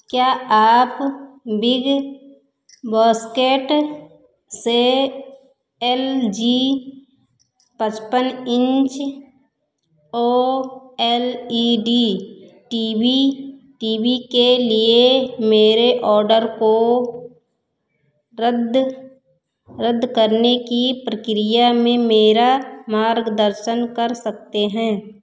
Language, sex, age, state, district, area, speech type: Hindi, female, 45-60, Uttar Pradesh, Ayodhya, rural, read